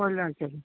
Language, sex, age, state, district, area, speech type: Manipuri, female, 60+, Manipur, Imphal East, rural, conversation